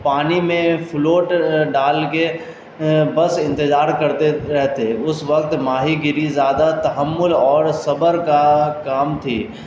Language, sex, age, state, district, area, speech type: Urdu, male, 18-30, Bihar, Darbhanga, rural, spontaneous